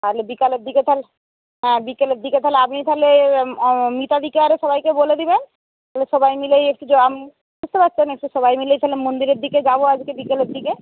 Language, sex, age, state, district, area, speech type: Bengali, female, 60+, West Bengal, Jhargram, rural, conversation